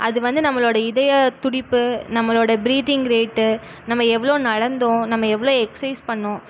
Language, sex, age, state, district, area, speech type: Tamil, female, 18-30, Tamil Nadu, Erode, rural, spontaneous